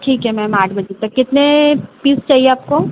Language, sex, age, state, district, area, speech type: Hindi, female, 30-45, Madhya Pradesh, Harda, urban, conversation